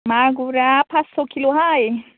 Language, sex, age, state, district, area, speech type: Bodo, female, 18-30, Assam, Baksa, rural, conversation